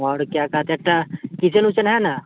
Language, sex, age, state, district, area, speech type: Hindi, male, 18-30, Bihar, Muzaffarpur, urban, conversation